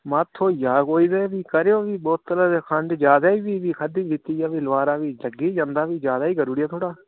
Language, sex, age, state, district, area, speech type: Dogri, male, 30-45, Jammu and Kashmir, Udhampur, rural, conversation